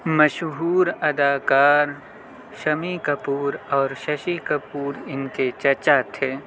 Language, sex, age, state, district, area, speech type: Urdu, male, 18-30, Delhi, South Delhi, urban, read